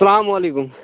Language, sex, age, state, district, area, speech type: Kashmiri, male, 18-30, Jammu and Kashmir, Kulgam, urban, conversation